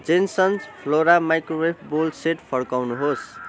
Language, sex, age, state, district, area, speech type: Nepali, male, 18-30, West Bengal, Kalimpong, rural, read